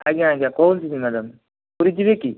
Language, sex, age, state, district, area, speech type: Odia, male, 45-60, Odisha, Kandhamal, rural, conversation